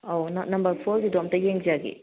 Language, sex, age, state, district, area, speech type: Manipuri, female, 30-45, Manipur, Kangpokpi, urban, conversation